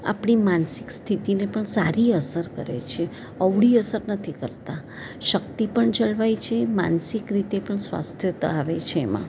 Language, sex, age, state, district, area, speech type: Gujarati, female, 60+, Gujarat, Valsad, rural, spontaneous